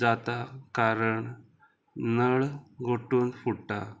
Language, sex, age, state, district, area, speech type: Goan Konkani, male, 30-45, Goa, Murmgao, rural, spontaneous